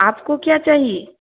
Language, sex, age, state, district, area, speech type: Hindi, female, 30-45, Rajasthan, Jodhpur, rural, conversation